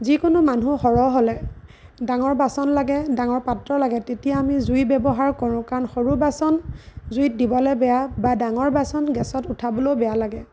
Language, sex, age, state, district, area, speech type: Assamese, female, 30-45, Assam, Lakhimpur, rural, spontaneous